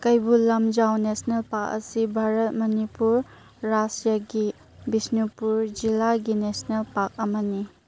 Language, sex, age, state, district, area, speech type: Manipuri, female, 30-45, Manipur, Chandel, rural, read